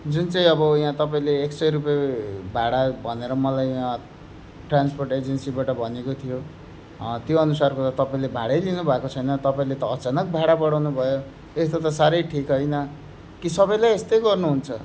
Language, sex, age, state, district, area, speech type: Nepali, male, 30-45, West Bengal, Darjeeling, rural, spontaneous